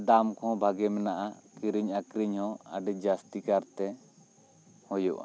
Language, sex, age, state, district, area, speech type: Santali, male, 30-45, West Bengal, Bankura, rural, spontaneous